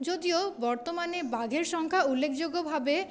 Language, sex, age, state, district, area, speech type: Bengali, female, 30-45, West Bengal, Paschim Bardhaman, urban, spontaneous